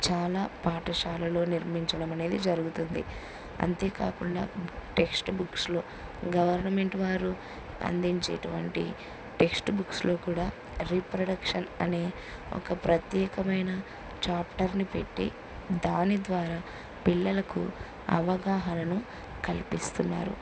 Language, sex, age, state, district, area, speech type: Telugu, female, 18-30, Andhra Pradesh, Kurnool, rural, spontaneous